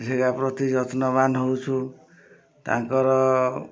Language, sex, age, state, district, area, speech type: Odia, male, 60+, Odisha, Mayurbhanj, rural, spontaneous